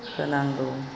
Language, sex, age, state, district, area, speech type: Bodo, female, 60+, Assam, Chirang, rural, spontaneous